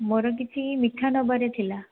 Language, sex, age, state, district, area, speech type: Odia, female, 45-60, Odisha, Bhadrak, rural, conversation